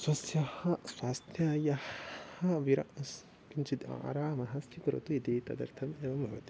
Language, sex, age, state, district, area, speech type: Sanskrit, male, 18-30, Odisha, Bhadrak, rural, spontaneous